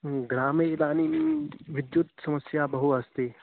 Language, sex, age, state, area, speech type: Sanskrit, male, 18-30, Uttarakhand, urban, conversation